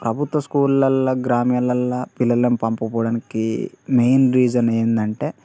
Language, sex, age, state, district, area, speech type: Telugu, male, 18-30, Telangana, Mancherial, rural, spontaneous